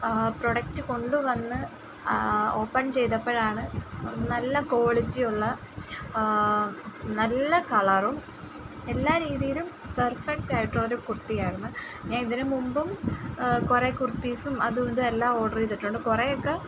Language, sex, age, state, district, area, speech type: Malayalam, female, 18-30, Kerala, Kollam, rural, spontaneous